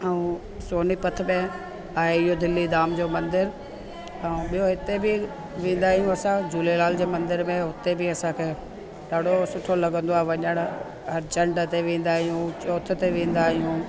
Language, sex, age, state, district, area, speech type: Sindhi, female, 45-60, Delhi, South Delhi, urban, spontaneous